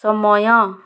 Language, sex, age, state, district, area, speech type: Odia, female, 30-45, Odisha, Kandhamal, rural, read